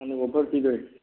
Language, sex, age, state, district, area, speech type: Manipuri, male, 60+, Manipur, Thoubal, rural, conversation